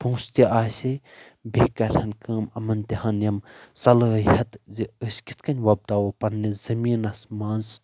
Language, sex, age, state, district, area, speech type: Kashmiri, male, 18-30, Jammu and Kashmir, Baramulla, rural, spontaneous